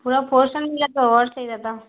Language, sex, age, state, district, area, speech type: Hindi, female, 30-45, Madhya Pradesh, Gwalior, rural, conversation